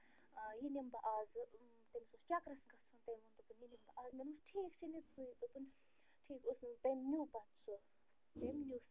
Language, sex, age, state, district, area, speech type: Kashmiri, female, 30-45, Jammu and Kashmir, Bandipora, rural, spontaneous